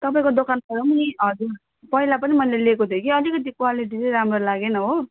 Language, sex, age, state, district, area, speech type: Nepali, female, 18-30, West Bengal, Darjeeling, rural, conversation